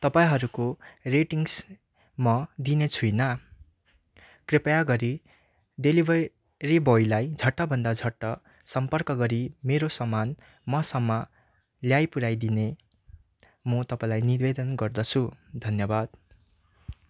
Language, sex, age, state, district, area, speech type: Nepali, male, 18-30, West Bengal, Darjeeling, rural, spontaneous